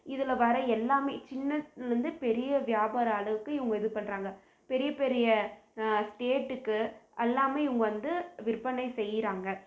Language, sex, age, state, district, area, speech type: Tamil, female, 18-30, Tamil Nadu, Krishnagiri, rural, spontaneous